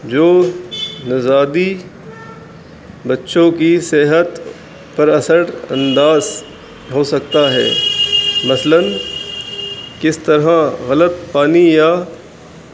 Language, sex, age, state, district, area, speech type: Urdu, male, 18-30, Uttar Pradesh, Rampur, urban, spontaneous